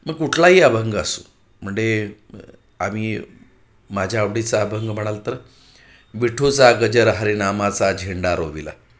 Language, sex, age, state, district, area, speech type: Marathi, male, 45-60, Maharashtra, Pune, urban, spontaneous